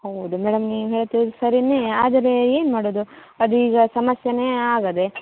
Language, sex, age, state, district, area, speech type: Kannada, female, 30-45, Karnataka, Uttara Kannada, rural, conversation